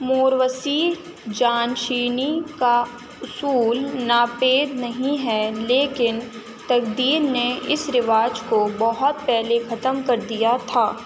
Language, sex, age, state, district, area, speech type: Urdu, female, 18-30, Uttar Pradesh, Aligarh, urban, read